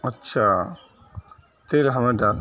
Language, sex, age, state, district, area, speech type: Urdu, male, 30-45, Bihar, Saharsa, rural, spontaneous